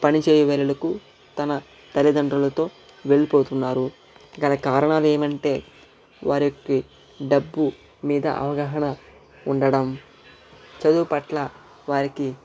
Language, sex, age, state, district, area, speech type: Telugu, male, 60+, Andhra Pradesh, Chittoor, rural, spontaneous